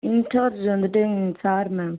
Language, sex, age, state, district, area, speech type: Tamil, female, 18-30, Tamil Nadu, Cuddalore, urban, conversation